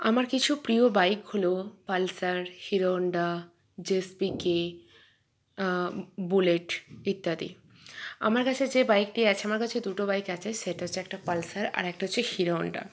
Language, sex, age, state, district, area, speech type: Bengali, female, 45-60, West Bengal, Purba Bardhaman, urban, spontaneous